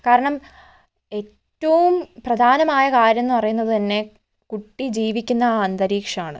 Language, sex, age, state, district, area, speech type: Malayalam, female, 30-45, Kerala, Wayanad, rural, spontaneous